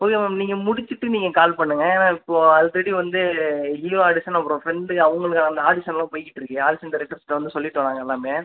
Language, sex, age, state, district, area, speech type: Tamil, male, 30-45, Tamil Nadu, Ariyalur, rural, conversation